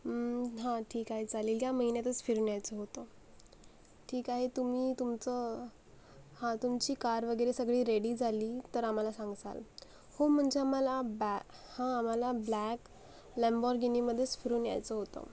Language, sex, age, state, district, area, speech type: Marathi, female, 30-45, Maharashtra, Akola, rural, spontaneous